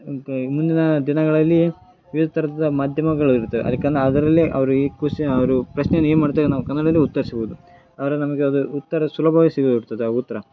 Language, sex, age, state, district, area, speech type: Kannada, male, 18-30, Karnataka, Koppal, rural, spontaneous